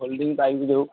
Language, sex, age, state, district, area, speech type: Odia, male, 18-30, Odisha, Kendujhar, urban, conversation